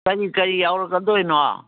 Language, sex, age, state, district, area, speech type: Manipuri, female, 60+, Manipur, Kangpokpi, urban, conversation